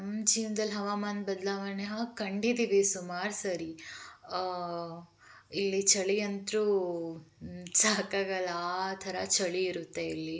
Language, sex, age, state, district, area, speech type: Kannada, female, 18-30, Karnataka, Tumkur, rural, spontaneous